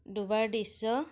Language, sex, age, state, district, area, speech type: Assamese, female, 30-45, Assam, Majuli, urban, spontaneous